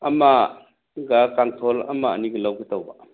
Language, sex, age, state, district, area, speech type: Manipuri, male, 60+, Manipur, Churachandpur, urban, conversation